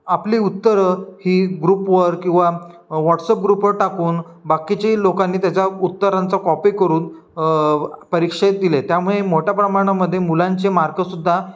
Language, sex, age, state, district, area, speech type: Marathi, male, 18-30, Maharashtra, Ratnagiri, rural, spontaneous